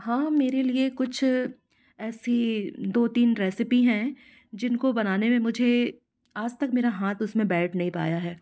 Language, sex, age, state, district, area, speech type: Hindi, female, 45-60, Madhya Pradesh, Jabalpur, urban, spontaneous